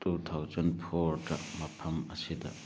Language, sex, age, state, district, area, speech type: Manipuri, male, 60+, Manipur, Churachandpur, urban, read